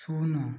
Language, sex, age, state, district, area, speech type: Odia, male, 45-60, Odisha, Boudh, rural, read